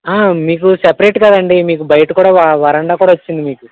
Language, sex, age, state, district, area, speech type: Telugu, male, 18-30, Andhra Pradesh, Konaseema, rural, conversation